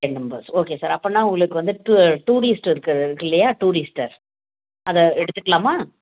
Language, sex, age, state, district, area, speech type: Tamil, female, 60+, Tamil Nadu, Salem, rural, conversation